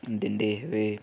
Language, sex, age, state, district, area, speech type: Punjabi, male, 18-30, Punjab, Hoshiarpur, rural, spontaneous